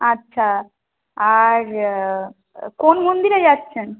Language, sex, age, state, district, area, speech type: Bengali, female, 45-60, West Bengal, Bankura, urban, conversation